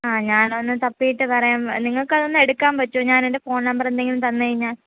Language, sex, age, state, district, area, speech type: Malayalam, female, 30-45, Kerala, Thiruvananthapuram, urban, conversation